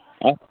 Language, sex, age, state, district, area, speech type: Kashmiri, male, 18-30, Jammu and Kashmir, Kulgam, rural, conversation